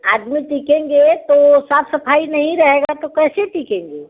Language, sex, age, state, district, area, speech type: Hindi, female, 45-60, Uttar Pradesh, Ghazipur, rural, conversation